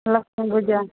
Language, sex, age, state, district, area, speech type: Odia, female, 45-60, Odisha, Angul, rural, conversation